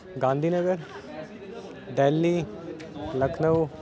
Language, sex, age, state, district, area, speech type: Punjabi, male, 18-30, Punjab, Ludhiana, urban, spontaneous